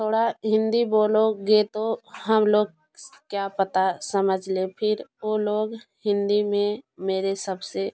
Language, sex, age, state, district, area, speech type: Hindi, female, 30-45, Uttar Pradesh, Jaunpur, rural, spontaneous